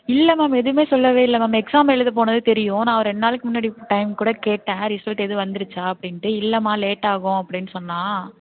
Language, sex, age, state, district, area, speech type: Tamil, female, 18-30, Tamil Nadu, Thanjavur, rural, conversation